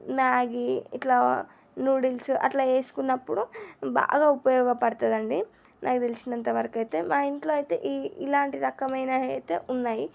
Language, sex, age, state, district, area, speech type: Telugu, female, 18-30, Telangana, Medchal, urban, spontaneous